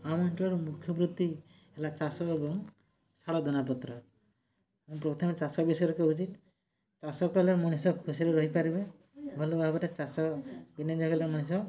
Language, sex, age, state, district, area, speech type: Odia, male, 30-45, Odisha, Mayurbhanj, rural, spontaneous